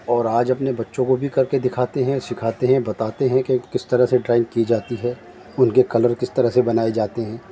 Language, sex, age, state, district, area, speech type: Urdu, male, 30-45, Delhi, Central Delhi, urban, spontaneous